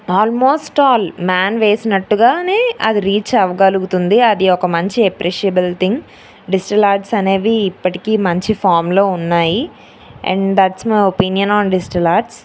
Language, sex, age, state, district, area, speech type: Telugu, female, 18-30, Andhra Pradesh, Anakapalli, rural, spontaneous